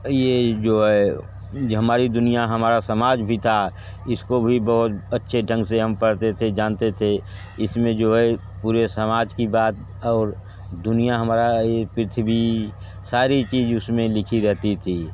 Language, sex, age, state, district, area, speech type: Hindi, male, 60+, Uttar Pradesh, Bhadohi, rural, spontaneous